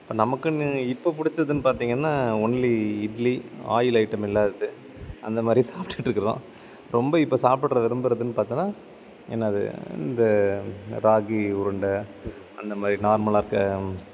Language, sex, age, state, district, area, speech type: Tamil, male, 30-45, Tamil Nadu, Thanjavur, rural, spontaneous